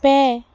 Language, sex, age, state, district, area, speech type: Santali, female, 30-45, West Bengal, Jhargram, rural, read